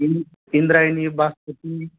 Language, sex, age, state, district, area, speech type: Marathi, male, 30-45, Maharashtra, Nanded, urban, conversation